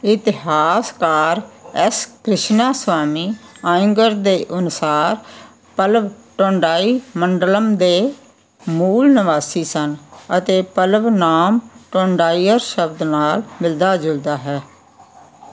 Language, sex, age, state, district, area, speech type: Punjabi, female, 60+, Punjab, Muktsar, urban, read